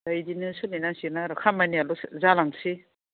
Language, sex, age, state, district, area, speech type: Bodo, female, 60+, Assam, Baksa, urban, conversation